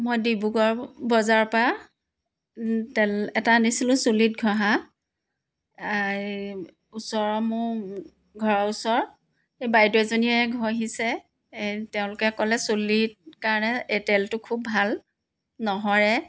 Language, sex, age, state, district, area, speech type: Assamese, female, 45-60, Assam, Dibrugarh, rural, spontaneous